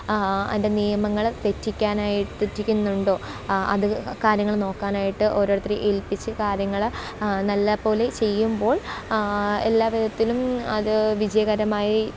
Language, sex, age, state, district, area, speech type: Malayalam, female, 18-30, Kerala, Alappuzha, rural, spontaneous